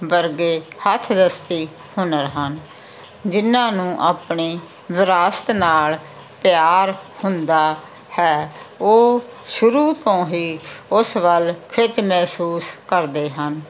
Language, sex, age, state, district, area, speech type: Punjabi, female, 60+, Punjab, Muktsar, urban, spontaneous